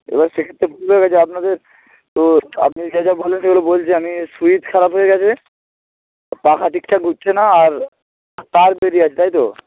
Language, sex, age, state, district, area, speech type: Bengali, male, 18-30, West Bengal, Jalpaiguri, rural, conversation